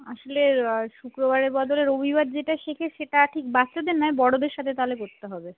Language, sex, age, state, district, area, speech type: Bengali, female, 30-45, West Bengal, Darjeeling, rural, conversation